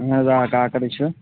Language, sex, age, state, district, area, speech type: Kashmiri, male, 18-30, Jammu and Kashmir, Shopian, rural, conversation